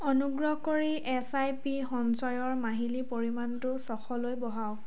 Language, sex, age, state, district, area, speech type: Assamese, female, 18-30, Assam, Dhemaji, rural, read